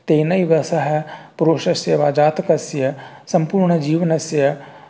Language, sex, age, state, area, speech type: Sanskrit, male, 45-60, Rajasthan, rural, spontaneous